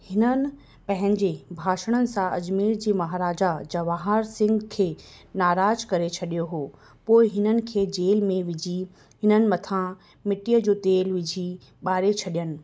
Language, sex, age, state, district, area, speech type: Sindhi, female, 30-45, Rajasthan, Ajmer, urban, spontaneous